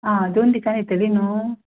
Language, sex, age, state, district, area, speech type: Goan Konkani, female, 30-45, Goa, Ponda, rural, conversation